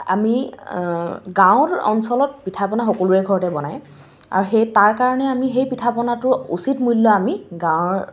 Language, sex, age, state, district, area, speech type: Assamese, female, 18-30, Assam, Kamrup Metropolitan, urban, spontaneous